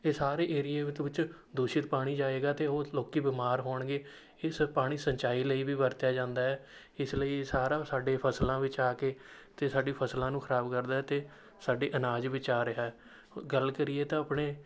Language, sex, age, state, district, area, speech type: Punjabi, male, 18-30, Punjab, Rupnagar, rural, spontaneous